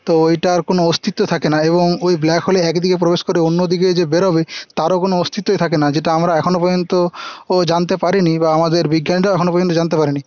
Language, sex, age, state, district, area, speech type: Bengali, male, 18-30, West Bengal, Paschim Medinipur, rural, spontaneous